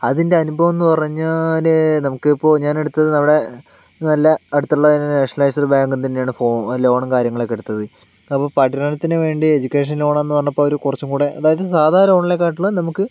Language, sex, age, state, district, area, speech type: Malayalam, male, 18-30, Kerala, Palakkad, rural, spontaneous